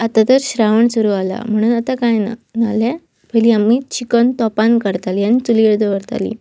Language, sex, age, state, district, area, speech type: Goan Konkani, female, 18-30, Goa, Pernem, rural, spontaneous